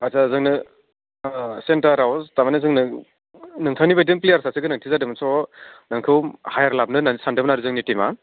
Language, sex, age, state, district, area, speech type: Bodo, male, 18-30, Assam, Baksa, urban, conversation